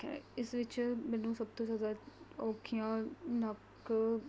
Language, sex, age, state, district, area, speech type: Punjabi, female, 18-30, Punjab, Mohali, rural, spontaneous